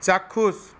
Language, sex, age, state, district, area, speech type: Bengali, male, 45-60, West Bengal, Purulia, urban, read